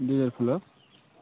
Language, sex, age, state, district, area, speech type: Odia, male, 18-30, Odisha, Malkangiri, urban, conversation